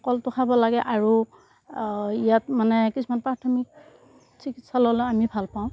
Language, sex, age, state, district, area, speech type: Assamese, female, 60+, Assam, Darrang, rural, spontaneous